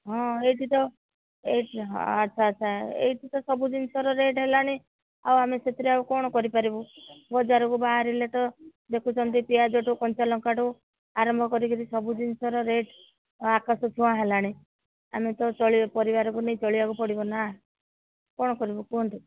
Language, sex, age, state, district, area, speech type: Odia, female, 60+, Odisha, Sundergarh, rural, conversation